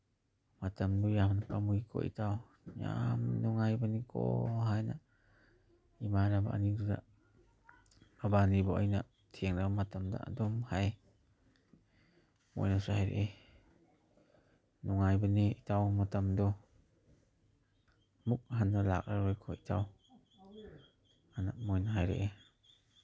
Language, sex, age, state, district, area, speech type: Manipuri, male, 30-45, Manipur, Imphal East, rural, spontaneous